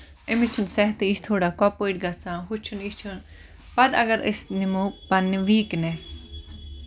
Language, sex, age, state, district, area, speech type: Kashmiri, female, 30-45, Jammu and Kashmir, Budgam, rural, spontaneous